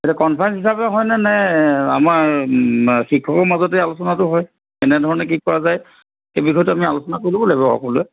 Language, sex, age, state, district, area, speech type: Assamese, male, 60+, Assam, Charaideo, urban, conversation